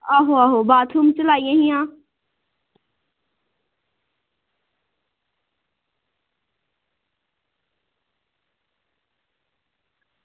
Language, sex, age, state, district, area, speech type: Dogri, female, 18-30, Jammu and Kashmir, Samba, rural, conversation